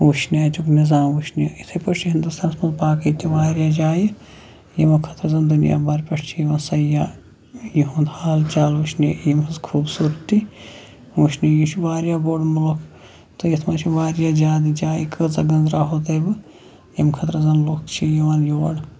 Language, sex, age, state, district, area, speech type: Kashmiri, male, 30-45, Jammu and Kashmir, Shopian, rural, spontaneous